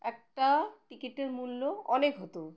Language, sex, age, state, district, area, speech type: Bengali, female, 30-45, West Bengal, Birbhum, urban, spontaneous